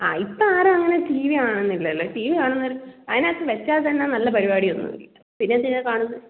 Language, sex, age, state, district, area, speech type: Malayalam, female, 18-30, Kerala, Kollam, rural, conversation